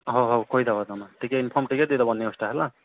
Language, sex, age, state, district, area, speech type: Odia, male, 18-30, Odisha, Nuapada, urban, conversation